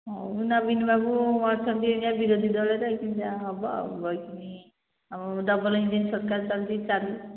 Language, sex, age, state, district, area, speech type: Odia, female, 45-60, Odisha, Angul, rural, conversation